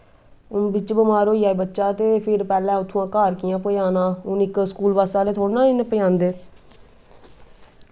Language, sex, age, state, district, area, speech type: Dogri, female, 18-30, Jammu and Kashmir, Samba, rural, spontaneous